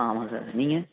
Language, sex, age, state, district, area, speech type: Tamil, male, 18-30, Tamil Nadu, Perambalur, rural, conversation